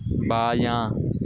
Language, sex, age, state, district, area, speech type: Urdu, male, 18-30, Delhi, North West Delhi, urban, read